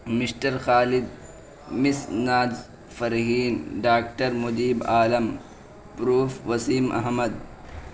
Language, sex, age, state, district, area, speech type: Urdu, male, 18-30, Uttar Pradesh, Balrampur, rural, spontaneous